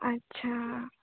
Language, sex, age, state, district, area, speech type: Assamese, female, 18-30, Assam, Charaideo, urban, conversation